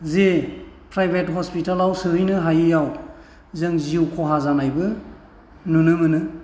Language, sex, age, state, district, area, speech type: Bodo, male, 45-60, Assam, Chirang, rural, spontaneous